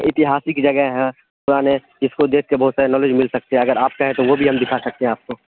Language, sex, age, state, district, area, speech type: Urdu, male, 18-30, Bihar, Khagaria, rural, conversation